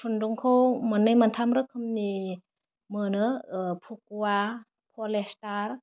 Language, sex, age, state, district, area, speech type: Bodo, female, 30-45, Assam, Udalguri, urban, spontaneous